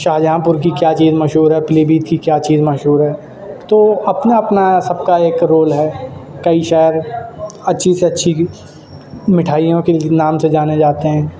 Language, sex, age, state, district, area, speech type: Urdu, male, 18-30, Uttar Pradesh, Shahjahanpur, urban, spontaneous